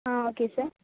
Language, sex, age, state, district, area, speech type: Tamil, female, 18-30, Tamil Nadu, Vellore, urban, conversation